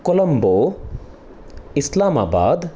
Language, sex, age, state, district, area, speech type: Sanskrit, male, 30-45, Karnataka, Chikkamagaluru, urban, spontaneous